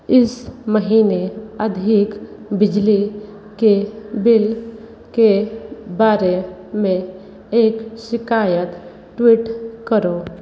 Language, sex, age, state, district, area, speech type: Hindi, female, 30-45, Uttar Pradesh, Sonbhadra, rural, read